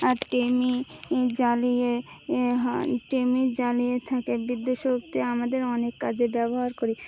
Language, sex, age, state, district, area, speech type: Bengali, female, 18-30, West Bengal, Birbhum, urban, spontaneous